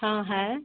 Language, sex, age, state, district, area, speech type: Hindi, female, 30-45, Bihar, Samastipur, rural, conversation